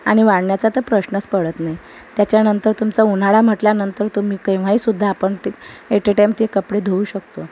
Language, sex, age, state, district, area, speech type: Marathi, female, 30-45, Maharashtra, Amravati, urban, spontaneous